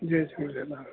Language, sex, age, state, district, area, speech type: Sindhi, male, 60+, Delhi, South Delhi, urban, conversation